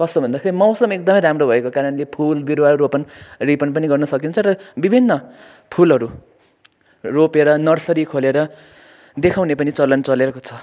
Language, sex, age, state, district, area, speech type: Nepali, male, 18-30, West Bengal, Kalimpong, rural, spontaneous